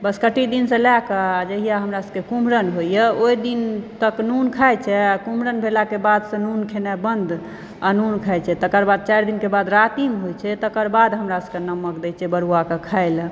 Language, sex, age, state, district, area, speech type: Maithili, female, 60+, Bihar, Supaul, rural, spontaneous